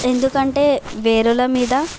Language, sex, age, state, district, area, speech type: Telugu, female, 18-30, Telangana, Bhadradri Kothagudem, rural, spontaneous